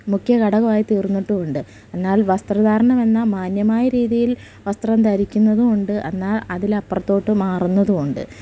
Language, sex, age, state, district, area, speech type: Malayalam, female, 30-45, Kerala, Malappuram, rural, spontaneous